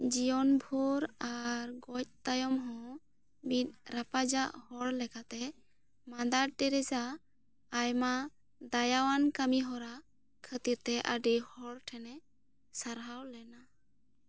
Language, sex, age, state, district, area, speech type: Santali, female, 18-30, West Bengal, Bankura, rural, read